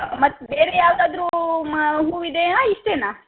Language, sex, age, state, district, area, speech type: Kannada, female, 60+, Karnataka, Shimoga, rural, conversation